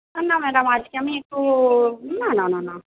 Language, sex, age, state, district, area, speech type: Bengali, female, 45-60, West Bengal, Purba Bardhaman, urban, conversation